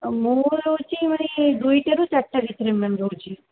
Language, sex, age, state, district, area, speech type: Odia, female, 45-60, Odisha, Sundergarh, rural, conversation